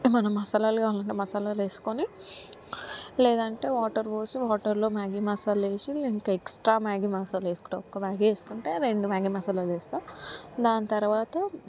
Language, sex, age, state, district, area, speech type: Telugu, female, 18-30, Telangana, Hyderabad, urban, spontaneous